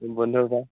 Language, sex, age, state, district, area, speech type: Assamese, male, 18-30, Assam, Sivasagar, rural, conversation